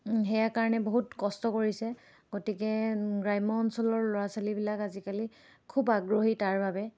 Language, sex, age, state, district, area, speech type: Assamese, female, 18-30, Assam, Dibrugarh, urban, spontaneous